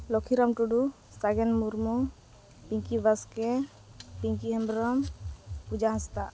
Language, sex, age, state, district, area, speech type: Santali, female, 30-45, Jharkhand, East Singhbhum, rural, spontaneous